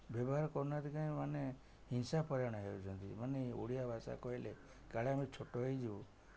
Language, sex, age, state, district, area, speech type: Odia, male, 60+, Odisha, Jagatsinghpur, rural, spontaneous